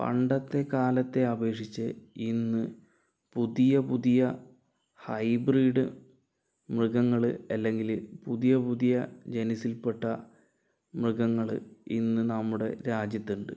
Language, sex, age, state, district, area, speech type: Malayalam, male, 60+, Kerala, Palakkad, rural, spontaneous